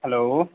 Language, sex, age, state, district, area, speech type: Dogri, male, 30-45, Jammu and Kashmir, Udhampur, rural, conversation